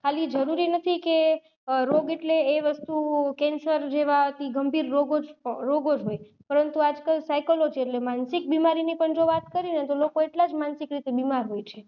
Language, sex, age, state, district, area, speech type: Gujarati, female, 30-45, Gujarat, Rajkot, urban, spontaneous